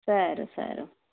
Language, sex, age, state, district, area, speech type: Gujarati, female, 30-45, Gujarat, Anand, urban, conversation